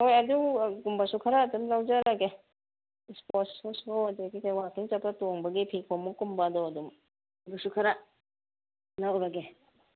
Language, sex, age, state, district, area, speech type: Manipuri, female, 60+, Manipur, Kangpokpi, urban, conversation